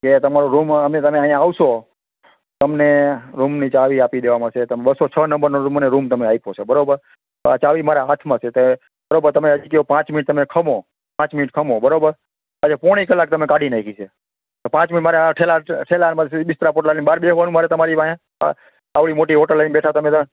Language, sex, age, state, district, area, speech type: Gujarati, male, 45-60, Gujarat, Rajkot, rural, conversation